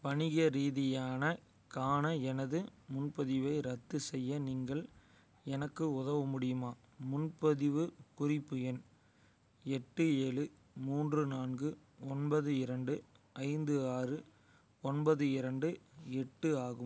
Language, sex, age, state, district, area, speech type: Tamil, male, 18-30, Tamil Nadu, Madurai, rural, read